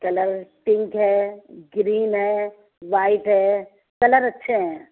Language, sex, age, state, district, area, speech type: Urdu, female, 30-45, Uttar Pradesh, Ghaziabad, rural, conversation